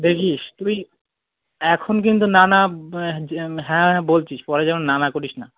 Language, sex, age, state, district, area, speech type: Bengali, male, 45-60, West Bengal, South 24 Parganas, rural, conversation